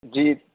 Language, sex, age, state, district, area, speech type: Urdu, male, 18-30, Uttar Pradesh, Saharanpur, urban, conversation